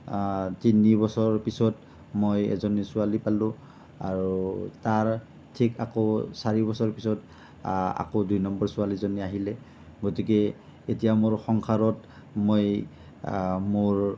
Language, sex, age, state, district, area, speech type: Assamese, male, 45-60, Assam, Nalbari, rural, spontaneous